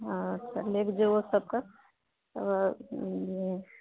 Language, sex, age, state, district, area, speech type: Maithili, female, 60+, Bihar, Purnia, rural, conversation